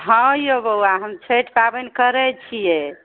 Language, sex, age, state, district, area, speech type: Maithili, female, 30-45, Bihar, Saharsa, rural, conversation